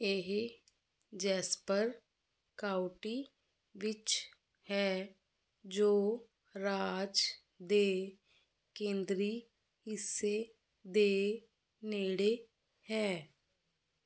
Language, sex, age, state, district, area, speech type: Punjabi, female, 30-45, Punjab, Fazilka, rural, read